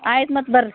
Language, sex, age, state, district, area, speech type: Kannada, female, 60+, Karnataka, Bidar, urban, conversation